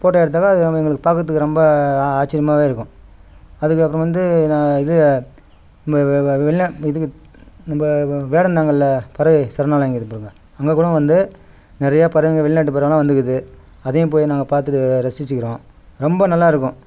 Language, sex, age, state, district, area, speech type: Tamil, male, 45-60, Tamil Nadu, Kallakurichi, rural, spontaneous